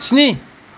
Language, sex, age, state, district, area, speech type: Bodo, male, 45-60, Assam, Kokrajhar, rural, read